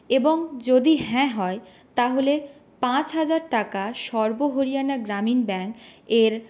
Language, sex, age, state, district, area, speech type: Bengali, female, 30-45, West Bengal, Purulia, rural, read